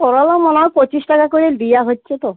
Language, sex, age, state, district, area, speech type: Bengali, female, 45-60, West Bengal, Uttar Dinajpur, urban, conversation